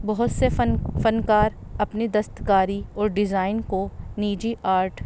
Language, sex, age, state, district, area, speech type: Urdu, female, 30-45, Delhi, North East Delhi, urban, spontaneous